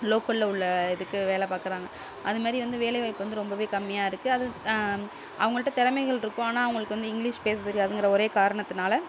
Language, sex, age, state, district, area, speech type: Tamil, female, 60+, Tamil Nadu, Sivaganga, rural, spontaneous